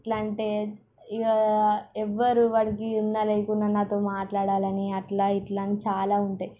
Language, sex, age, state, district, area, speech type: Telugu, female, 30-45, Telangana, Ranga Reddy, urban, spontaneous